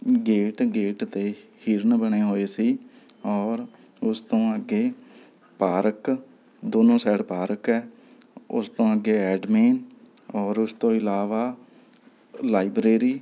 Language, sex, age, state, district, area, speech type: Punjabi, male, 30-45, Punjab, Rupnagar, rural, spontaneous